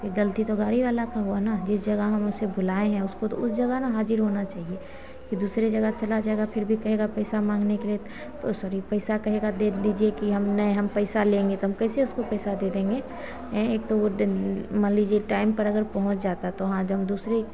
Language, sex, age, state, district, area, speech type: Hindi, female, 30-45, Bihar, Begusarai, rural, spontaneous